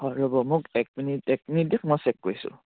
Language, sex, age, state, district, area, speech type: Assamese, male, 18-30, Assam, Charaideo, rural, conversation